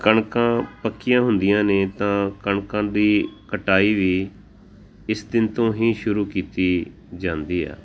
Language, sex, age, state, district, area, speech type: Punjabi, male, 45-60, Punjab, Tarn Taran, urban, spontaneous